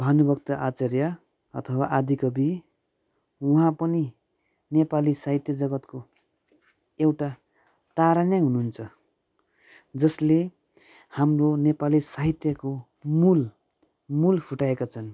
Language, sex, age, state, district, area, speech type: Nepali, male, 30-45, West Bengal, Kalimpong, rural, spontaneous